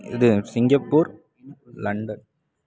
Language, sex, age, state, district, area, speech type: Tamil, male, 18-30, Tamil Nadu, Kallakurichi, rural, spontaneous